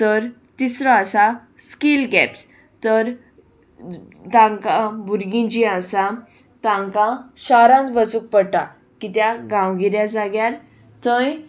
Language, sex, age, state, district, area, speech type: Goan Konkani, female, 18-30, Goa, Salcete, urban, spontaneous